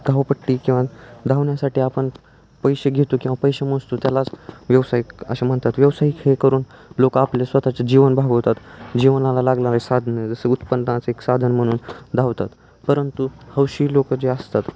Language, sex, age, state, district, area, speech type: Marathi, male, 18-30, Maharashtra, Osmanabad, rural, spontaneous